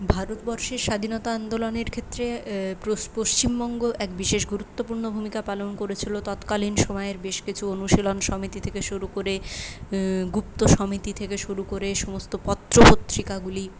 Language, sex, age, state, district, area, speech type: Bengali, female, 18-30, West Bengal, Purulia, urban, spontaneous